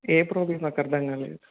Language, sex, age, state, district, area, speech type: Telugu, male, 30-45, Telangana, Peddapalli, rural, conversation